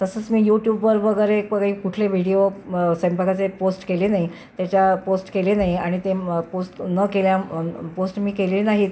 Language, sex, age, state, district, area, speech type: Marathi, female, 30-45, Maharashtra, Amravati, urban, spontaneous